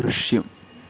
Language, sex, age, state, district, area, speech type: Malayalam, male, 30-45, Kerala, Palakkad, urban, read